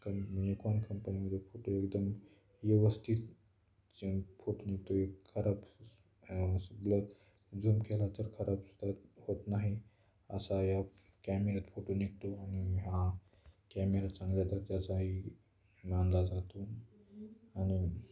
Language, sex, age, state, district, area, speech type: Marathi, male, 18-30, Maharashtra, Beed, rural, spontaneous